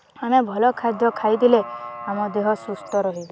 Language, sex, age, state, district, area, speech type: Odia, female, 18-30, Odisha, Balangir, urban, spontaneous